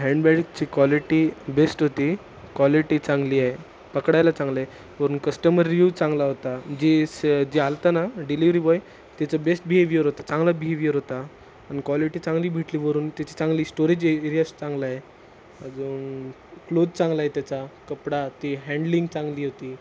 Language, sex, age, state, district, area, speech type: Marathi, male, 30-45, Maharashtra, Nanded, rural, spontaneous